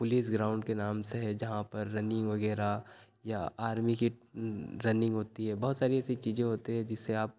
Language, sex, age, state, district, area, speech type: Hindi, male, 30-45, Madhya Pradesh, Betul, rural, spontaneous